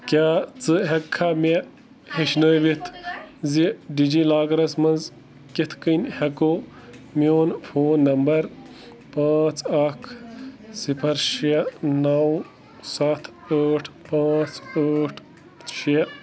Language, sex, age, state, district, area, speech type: Kashmiri, male, 30-45, Jammu and Kashmir, Bandipora, rural, read